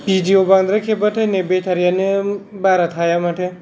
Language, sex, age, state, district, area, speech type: Bodo, male, 45-60, Assam, Kokrajhar, rural, spontaneous